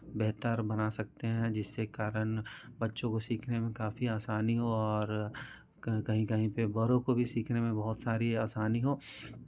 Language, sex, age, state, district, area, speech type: Hindi, male, 30-45, Madhya Pradesh, Betul, urban, spontaneous